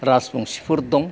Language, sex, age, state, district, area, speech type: Bodo, male, 60+, Assam, Kokrajhar, rural, spontaneous